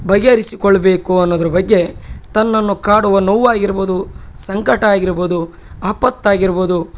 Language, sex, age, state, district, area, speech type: Kannada, male, 30-45, Karnataka, Bellary, rural, spontaneous